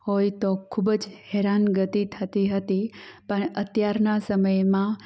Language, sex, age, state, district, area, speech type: Gujarati, female, 30-45, Gujarat, Amreli, rural, spontaneous